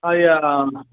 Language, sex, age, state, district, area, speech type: Kannada, male, 30-45, Karnataka, Mandya, rural, conversation